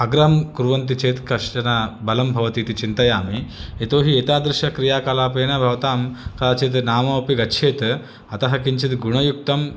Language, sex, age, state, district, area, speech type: Sanskrit, male, 30-45, Andhra Pradesh, Chittoor, urban, spontaneous